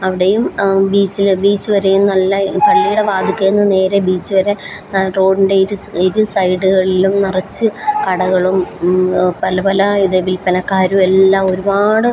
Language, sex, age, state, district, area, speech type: Malayalam, female, 30-45, Kerala, Alappuzha, rural, spontaneous